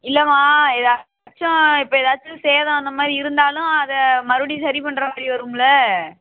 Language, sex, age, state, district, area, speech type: Tamil, female, 18-30, Tamil Nadu, Sivaganga, rural, conversation